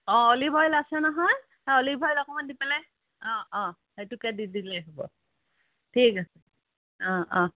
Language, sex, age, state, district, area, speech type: Assamese, female, 45-60, Assam, Sonitpur, urban, conversation